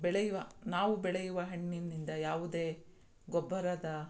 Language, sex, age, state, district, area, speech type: Kannada, female, 45-60, Karnataka, Mandya, rural, spontaneous